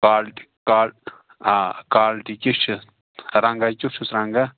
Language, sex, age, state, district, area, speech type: Kashmiri, male, 18-30, Jammu and Kashmir, Pulwama, rural, conversation